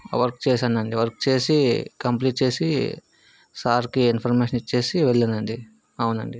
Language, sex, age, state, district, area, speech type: Telugu, male, 45-60, Andhra Pradesh, Vizianagaram, rural, spontaneous